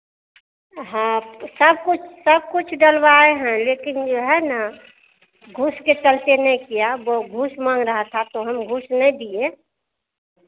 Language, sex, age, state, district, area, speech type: Hindi, female, 45-60, Bihar, Madhepura, rural, conversation